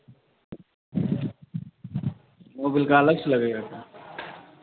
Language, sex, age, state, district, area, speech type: Hindi, male, 30-45, Bihar, Vaishali, urban, conversation